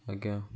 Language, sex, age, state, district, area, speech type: Odia, male, 60+, Odisha, Kendujhar, urban, spontaneous